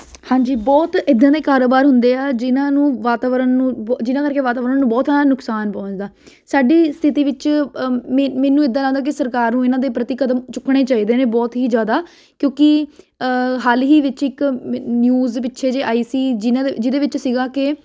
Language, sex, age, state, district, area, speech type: Punjabi, female, 18-30, Punjab, Ludhiana, urban, spontaneous